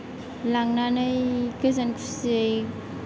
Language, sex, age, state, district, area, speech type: Bodo, female, 18-30, Assam, Chirang, rural, spontaneous